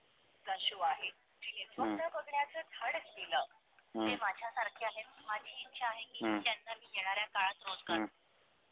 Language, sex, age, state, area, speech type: Manipuri, male, 30-45, Manipur, urban, conversation